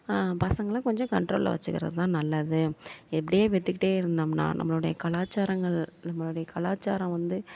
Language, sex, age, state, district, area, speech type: Tamil, female, 45-60, Tamil Nadu, Thanjavur, rural, spontaneous